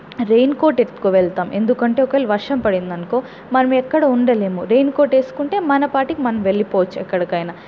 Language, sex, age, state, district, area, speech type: Telugu, female, 18-30, Andhra Pradesh, Chittoor, rural, spontaneous